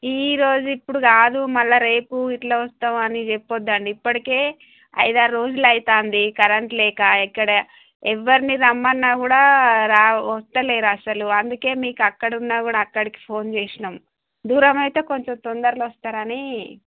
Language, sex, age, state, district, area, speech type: Telugu, female, 30-45, Telangana, Warangal, rural, conversation